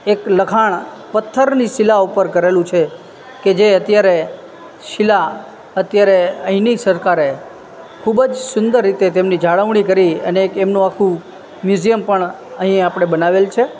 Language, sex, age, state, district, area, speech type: Gujarati, male, 30-45, Gujarat, Junagadh, rural, spontaneous